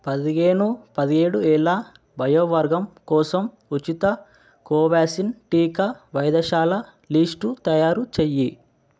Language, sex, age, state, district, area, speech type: Telugu, male, 18-30, Telangana, Mahbubnagar, urban, read